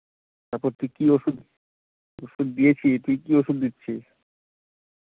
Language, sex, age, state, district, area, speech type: Bengali, male, 18-30, West Bengal, Paschim Medinipur, rural, conversation